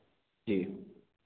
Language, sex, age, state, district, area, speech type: Hindi, male, 30-45, Madhya Pradesh, Hoshangabad, rural, conversation